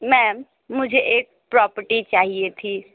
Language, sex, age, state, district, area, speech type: Hindi, female, 45-60, Uttar Pradesh, Sonbhadra, rural, conversation